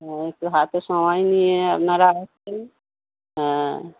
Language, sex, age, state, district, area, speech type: Bengali, female, 30-45, West Bengal, Howrah, urban, conversation